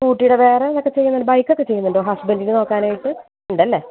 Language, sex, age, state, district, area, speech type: Malayalam, female, 30-45, Kerala, Malappuram, rural, conversation